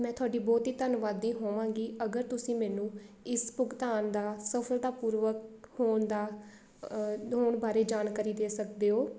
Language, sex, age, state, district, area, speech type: Punjabi, female, 18-30, Punjab, Shaheed Bhagat Singh Nagar, urban, spontaneous